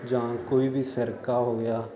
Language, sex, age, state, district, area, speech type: Punjabi, male, 18-30, Punjab, Faridkot, rural, spontaneous